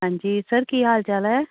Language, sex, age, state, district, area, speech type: Punjabi, female, 45-60, Punjab, Amritsar, urban, conversation